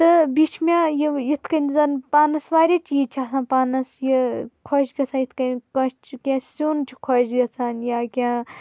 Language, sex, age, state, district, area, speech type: Kashmiri, female, 18-30, Jammu and Kashmir, Pulwama, rural, spontaneous